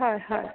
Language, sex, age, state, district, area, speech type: Assamese, female, 45-60, Assam, Sonitpur, urban, conversation